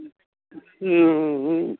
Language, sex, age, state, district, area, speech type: Bengali, male, 60+, West Bengal, Dakshin Dinajpur, rural, conversation